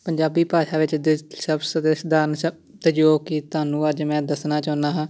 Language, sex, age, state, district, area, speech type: Punjabi, male, 18-30, Punjab, Amritsar, urban, spontaneous